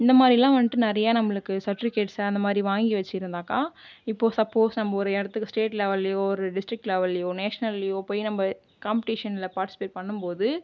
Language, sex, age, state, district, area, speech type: Tamil, female, 30-45, Tamil Nadu, Viluppuram, rural, spontaneous